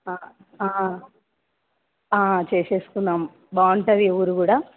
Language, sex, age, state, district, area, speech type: Telugu, female, 18-30, Telangana, Nalgonda, urban, conversation